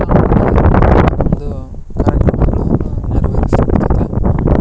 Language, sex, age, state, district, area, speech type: Kannada, male, 18-30, Karnataka, Dharwad, rural, spontaneous